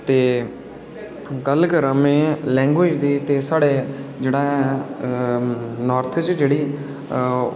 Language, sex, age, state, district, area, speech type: Dogri, male, 18-30, Jammu and Kashmir, Udhampur, rural, spontaneous